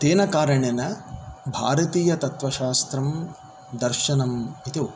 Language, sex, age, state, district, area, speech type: Sanskrit, male, 30-45, Karnataka, Davanagere, urban, spontaneous